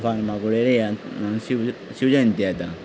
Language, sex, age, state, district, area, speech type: Goan Konkani, male, 18-30, Goa, Ponda, rural, spontaneous